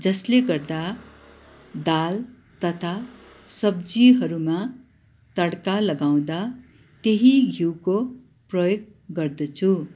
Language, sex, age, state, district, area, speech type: Nepali, female, 60+, West Bengal, Darjeeling, rural, spontaneous